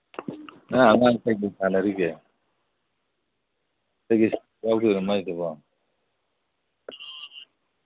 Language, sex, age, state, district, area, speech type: Manipuri, male, 45-60, Manipur, Imphal East, rural, conversation